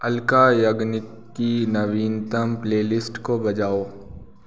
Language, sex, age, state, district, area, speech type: Hindi, male, 18-30, Uttar Pradesh, Bhadohi, urban, read